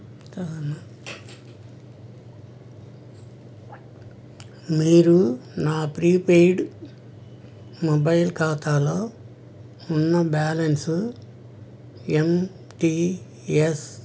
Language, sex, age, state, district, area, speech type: Telugu, male, 60+, Andhra Pradesh, N T Rama Rao, urban, read